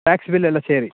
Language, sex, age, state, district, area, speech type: Kannada, male, 45-60, Karnataka, Chamarajanagar, urban, conversation